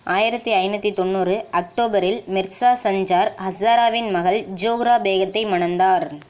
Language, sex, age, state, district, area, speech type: Tamil, female, 30-45, Tamil Nadu, Ariyalur, rural, read